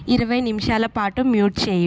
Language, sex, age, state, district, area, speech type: Telugu, female, 18-30, Telangana, Hyderabad, urban, read